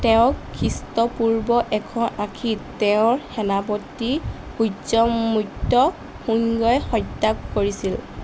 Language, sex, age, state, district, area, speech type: Assamese, female, 18-30, Assam, Golaghat, urban, read